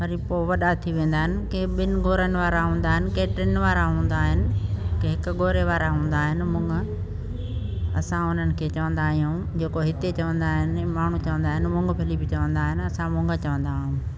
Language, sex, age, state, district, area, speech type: Sindhi, female, 60+, Delhi, South Delhi, rural, spontaneous